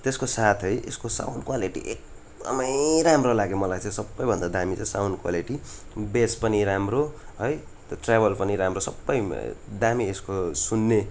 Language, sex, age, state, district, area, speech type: Nepali, male, 18-30, West Bengal, Darjeeling, rural, spontaneous